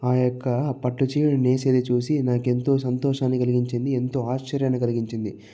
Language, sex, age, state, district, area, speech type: Telugu, male, 30-45, Andhra Pradesh, Chittoor, rural, spontaneous